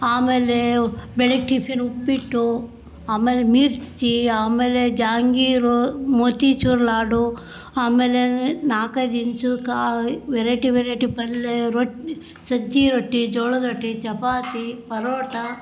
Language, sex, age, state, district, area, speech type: Kannada, female, 60+, Karnataka, Koppal, rural, spontaneous